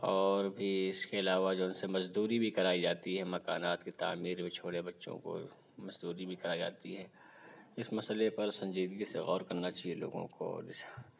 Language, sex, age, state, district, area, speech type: Urdu, male, 45-60, Uttar Pradesh, Lucknow, urban, spontaneous